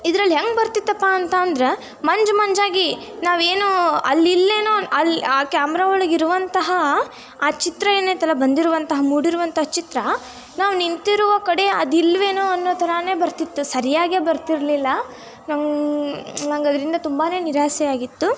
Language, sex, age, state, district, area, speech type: Kannada, female, 18-30, Karnataka, Tumkur, rural, spontaneous